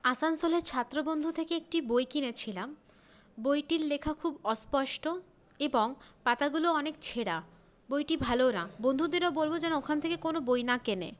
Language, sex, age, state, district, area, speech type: Bengali, female, 30-45, West Bengal, Paschim Bardhaman, urban, spontaneous